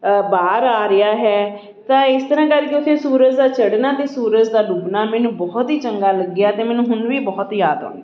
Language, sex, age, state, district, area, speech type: Punjabi, female, 45-60, Punjab, Patiala, urban, spontaneous